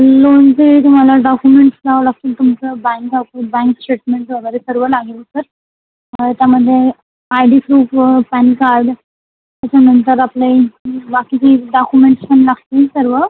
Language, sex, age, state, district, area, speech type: Marathi, female, 18-30, Maharashtra, Washim, urban, conversation